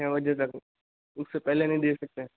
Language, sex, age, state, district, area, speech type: Hindi, female, 60+, Rajasthan, Jodhpur, urban, conversation